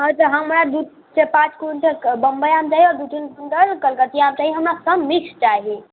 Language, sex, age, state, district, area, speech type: Maithili, male, 18-30, Bihar, Muzaffarpur, urban, conversation